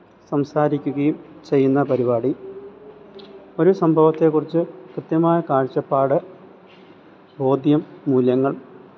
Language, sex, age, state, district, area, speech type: Malayalam, male, 30-45, Kerala, Thiruvananthapuram, rural, spontaneous